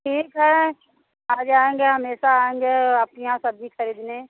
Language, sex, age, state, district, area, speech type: Hindi, female, 30-45, Uttar Pradesh, Bhadohi, rural, conversation